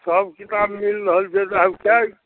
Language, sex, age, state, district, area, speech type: Maithili, male, 45-60, Bihar, Araria, rural, conversation